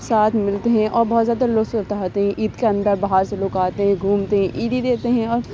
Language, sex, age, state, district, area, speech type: Urdu, female, 18-30, Uttar Pradesh, Aligarh, urban, spontaneous